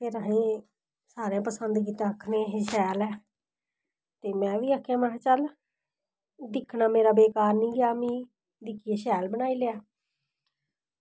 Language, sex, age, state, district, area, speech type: Dogri, female, 30-45, Jammu and Kashmir, Samba, urban, spontaneous